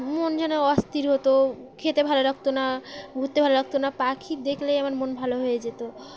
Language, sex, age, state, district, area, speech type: Bengali, female, 18-30, West Bengal, Birbhum, urban, spontaneous